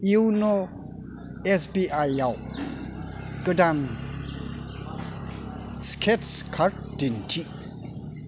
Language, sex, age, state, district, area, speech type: Bodo, male, 60+, Assam, Kokrajhar, urban, read